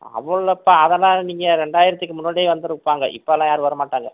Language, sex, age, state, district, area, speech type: Tamil, male, 60+, Tamil Nadu, Pudukkottai, rural, conversation